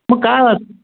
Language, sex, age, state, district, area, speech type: Marathi, male, 60+, Maharashtra, Raigad, rural, conversation